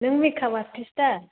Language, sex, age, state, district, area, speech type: Bodo, female, 18-30, Assam, Chirang, urban, conversation